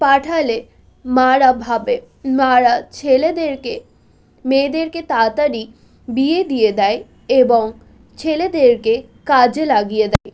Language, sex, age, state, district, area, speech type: Bengali, female, 18-30, West Bengal, Malda, rural, spontaneous